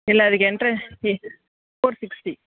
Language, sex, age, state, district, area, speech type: Tamil, female, 30-45, Tamil Nadu, Dharmapuri, rural, conversation